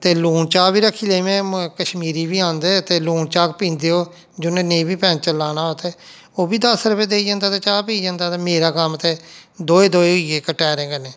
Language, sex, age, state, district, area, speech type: Dogri, male, 45-60, Jammu and Kashmir, Jammu, rural, spontaneous